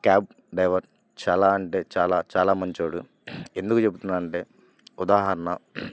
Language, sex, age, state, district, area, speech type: Telugu, male, 18-30, Andhra Pradesh, Bapatla, rural, spontaneous